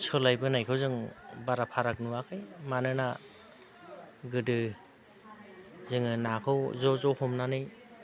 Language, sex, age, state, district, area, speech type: Bodo, male, 45-60, Assam, Chirang, rural, spontaneous